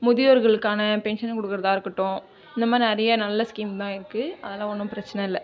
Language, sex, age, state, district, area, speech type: Tamil, female, 30-45, Tamil Nadu, Viluppuram, rural, spontaneous